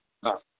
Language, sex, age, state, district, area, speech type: Malayalam, male, 45-60, Kerala, Idukki, rural, conversation